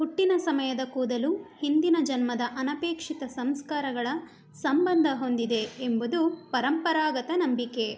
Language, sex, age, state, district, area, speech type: Kannada, female, 18-30, Karnataka, Mandya, rural, read